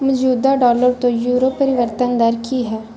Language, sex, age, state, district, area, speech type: Punjabi, female, 30-45, Punjab, Barnala, rural, read